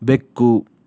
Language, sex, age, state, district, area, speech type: Kannada, male, 18-30, Karnataka, Udupi, rural, read